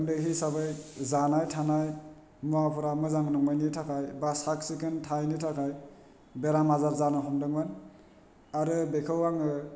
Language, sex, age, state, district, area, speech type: Bodo, male, 30-45, Assam, Chirang, urban, spontaneous